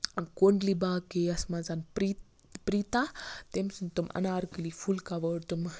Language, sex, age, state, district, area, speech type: Kashmiri, female, 18-30, Jammu and Kashmir, Baramulla, rural, spontaneous